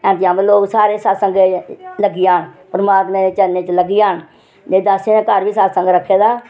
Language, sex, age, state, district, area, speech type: Dogri, female, 60+, Jammu and Kashmir, Reasi, rural, spontaneous